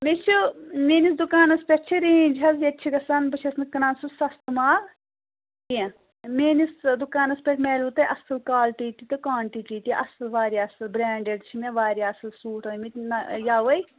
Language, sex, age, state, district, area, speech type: Kashmiri, female, 30-45, Jammu and Kashmir, Pulwama, urban, conversation